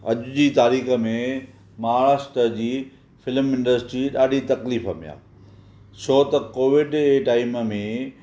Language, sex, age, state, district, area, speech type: Sindhi, male, 45-60, Maharashtra, Thane, urban, spontaneous